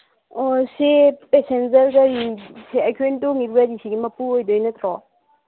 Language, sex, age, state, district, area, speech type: Manipuri, female, 30-45, Manipur, Churachandpur, urban, conversation